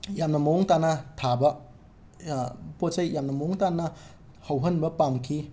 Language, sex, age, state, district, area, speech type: Manipuri, male, 18-30, Manipur, Imphal West, rural, spontaneous